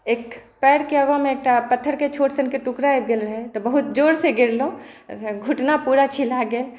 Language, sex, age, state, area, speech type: Maithili, female, 45-60, Bihar, urban, spontaneous